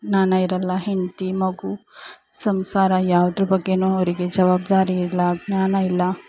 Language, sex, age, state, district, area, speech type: Kannada, female, 30-45, Karnataka, Chamarajanagar, rural, spontaneous